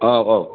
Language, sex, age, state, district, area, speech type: Bodo, male, 45-60, Assam, Kokrajhar, rural, conversation